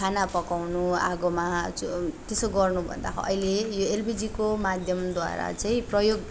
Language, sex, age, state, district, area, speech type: Nepali, female, 18-30, West Bengal, Darjeeling, rural, spontaneous